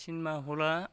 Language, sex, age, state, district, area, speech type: Bodo, male, 45-60, Assam, Kokrajhar, urban, spontaneous